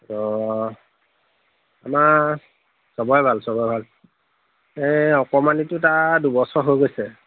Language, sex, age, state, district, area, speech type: Assamese, male, 30-45, Assam, Majuli, urban, conversation